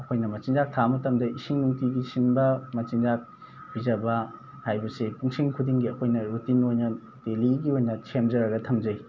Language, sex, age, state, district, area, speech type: Manipuri, male, 18-30, Manipur, Thoubal, rural, spontaneous